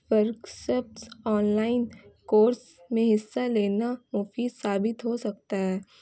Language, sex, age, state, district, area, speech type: Urdu, female, 18-30, West Bengal, Kolkata, urban, spontaneous